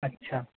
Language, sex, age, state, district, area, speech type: Bengali, female, 60+, West Bengal, Nadia, rural, conversation